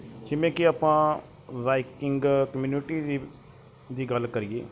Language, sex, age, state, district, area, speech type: Punjabi, male, 30-45, Punjab, Mansa, urban, spontaneous